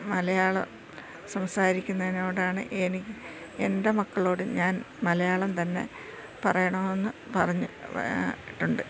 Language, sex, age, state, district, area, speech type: Malayalam, female, 60+, Kerala, Thiruvananthapuram, urban, spontaneous